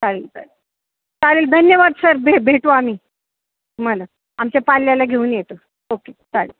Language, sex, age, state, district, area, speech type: Marathi, female, 45-60, Maharashtra, Ahmednagar, rural, conversation